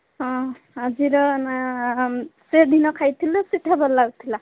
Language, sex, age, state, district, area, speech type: Odia, female, 18-30, Odisha, Nabarangpur, urban, conversation